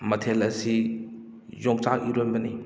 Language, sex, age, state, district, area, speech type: Manipuri, male, 30-45, Manipur, Kakching, rural, spontaneous